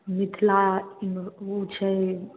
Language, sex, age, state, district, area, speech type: Maithili, female, 18-30, Bihar, Samastipur, urban, conversation